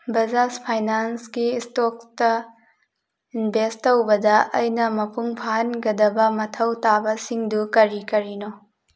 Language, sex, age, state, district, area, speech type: Manipuri, female, 18-30, Manipur, Thoubal, rural, read